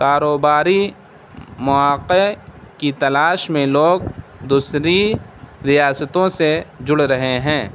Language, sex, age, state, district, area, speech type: Urdu, male, 18-30, Bihar, Gaya, urban, spontaneous